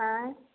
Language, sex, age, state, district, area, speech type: Maithili, female, 30-45, Bihar, Samastipur, rural, conversation